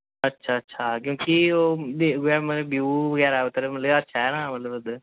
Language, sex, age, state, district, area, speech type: Dogri, male, 30-45, Jammu and Kashmir, Samba, rural, conversation